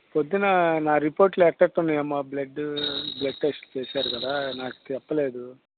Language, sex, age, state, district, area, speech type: Telugu, male, 45-60, Andhra Pradesh, Bapatla, rural, conversation